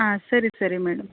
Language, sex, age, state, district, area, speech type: Kannada, female, 30-45, Karnataka, Mandya, urban, conversation